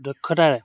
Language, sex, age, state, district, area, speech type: Assamese, male, 30-45, Assam, Dhemaji, rural, spontaneous